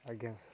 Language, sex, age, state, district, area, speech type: Odia, male, 18-30, Odisha, Jagatsinghpur, rural, spontaneous